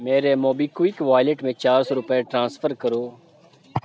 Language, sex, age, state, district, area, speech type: Urdu, male, 45-60, Uttar Pradesh, Lucknow, urban, read